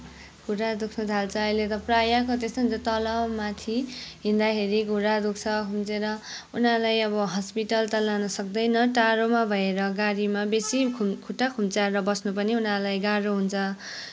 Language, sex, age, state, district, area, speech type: Nepali, female, 18-30, West Bengal, Kalimpong, rural, spontaneous